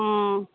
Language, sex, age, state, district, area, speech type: Assamese, female, 18-30, Assam, Dhemaji, urban, conversation